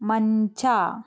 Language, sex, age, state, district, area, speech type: Kannada, female, 18-30, Karnataka, Chikkaballapur, rural, read